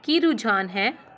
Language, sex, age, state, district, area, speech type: Punjabi, female, 30-45, Punjab, Pathankot, urban, read